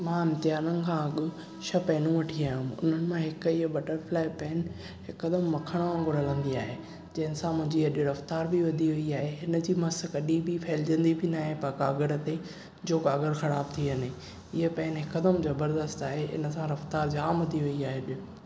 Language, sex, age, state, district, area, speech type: Sindhi, male, 18-30, Maharashtra, Thane, urban, spontaneous